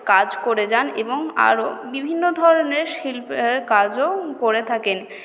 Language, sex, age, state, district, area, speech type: Bengali, female, 30-45, West Bengal, Purba Bardhaman, urban, spontaneous